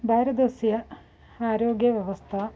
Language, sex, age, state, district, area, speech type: Sanskrit, female, 30-45, Kerala, Thiruvananthapuram, urban, spontaneous